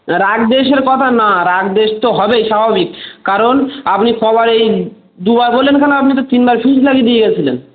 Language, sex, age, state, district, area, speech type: Bengali, male, 45-60, West Bengal, Birbhum, urban, conversation